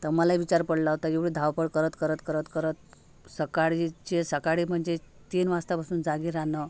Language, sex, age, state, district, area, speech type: Marathi, female, 30-45, Maharashtra, Amravati, urban, spontaneous